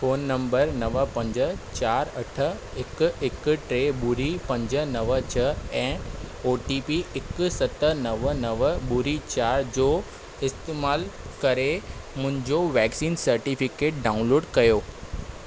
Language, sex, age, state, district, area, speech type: Sindhi, male, 18-30, Maharashtra, Thane, urban, read